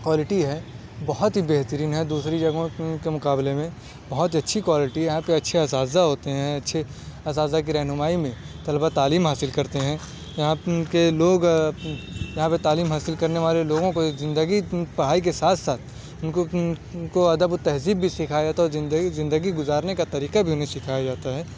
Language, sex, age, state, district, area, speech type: Urdu, male, 18-30, Delhi, South Delhi, urban, spontaneous